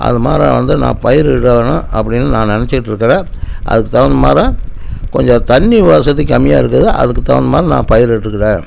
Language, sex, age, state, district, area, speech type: Tamil, male, 60+, Tamil Nadu, Namakkal, rural, spontaneous